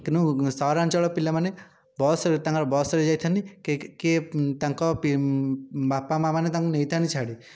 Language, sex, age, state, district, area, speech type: Odia, male, 18-30, Odisha, Dhenkanal, rural, spontaneous